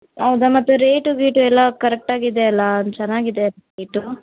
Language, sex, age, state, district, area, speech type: Kannada, female, 18-30, Karnataka, Davanagere, rural, conversation